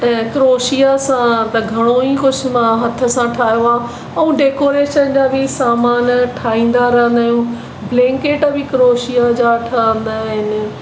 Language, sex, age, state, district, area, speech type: Sindhi, female, 45-60, Maharashtra, Mumbai Suburban, urban, spontaneous